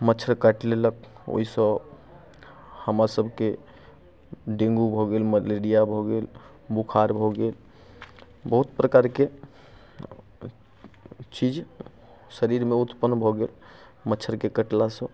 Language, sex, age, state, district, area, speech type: Maithili, male, 30-45, Bihar, Muzaffarpur, rural, spontaneous